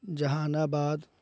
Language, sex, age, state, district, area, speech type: Urdu, male, 30-45, Bihar, East Champaran, urban, spontaneous